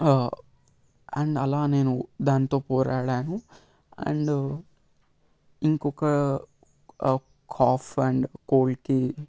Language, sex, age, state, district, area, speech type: Telugu, male, 18-30, Telangana, Vikarabad, urban, spontaneous